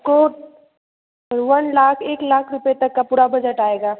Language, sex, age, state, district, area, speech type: Hindi, female, 18-30, Bihar, Muzaffarpur, urban, conversation